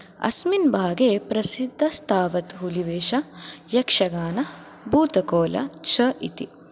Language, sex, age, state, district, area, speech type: Sanskrit, female, 18-30, Karnataka, Udupi, urban, spontaneous